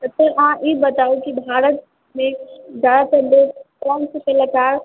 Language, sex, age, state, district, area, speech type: Maithili, female, 45-60, Bihar, Sitamarhi, urban, conversation